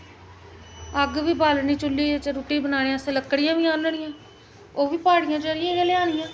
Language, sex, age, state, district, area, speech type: Dogri, female, 30-45, Jammu and Kashmir, Jammu, urban, spontaneous